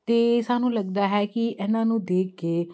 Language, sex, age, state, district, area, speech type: Punjabi, female, 30-45, Punjab, Jalandhar, urban, spontaneous